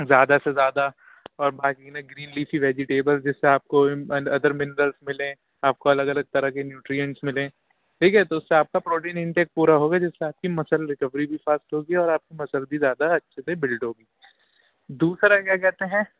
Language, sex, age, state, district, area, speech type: Urdu, male, 18-30, Uttar Pradesh, Rampur, urban, conversation